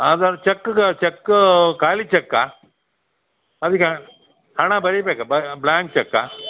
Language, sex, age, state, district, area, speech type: Kannada, male, 60+, Karnataka, Dakshina Kannada, rural, conversation